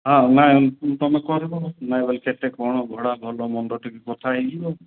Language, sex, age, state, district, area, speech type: Odia, male, 45-60, Odisha, Koraput, urban, conversation